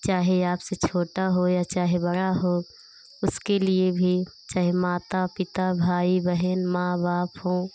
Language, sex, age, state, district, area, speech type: Hindi, female, 30-45, Uttar Pradesh, Pratapgarh, rural, spontaneous